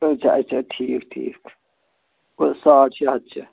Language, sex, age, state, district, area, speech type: Kashmiri, male, 30-45, Jammu and Kashmir, Budgam, rural, conversation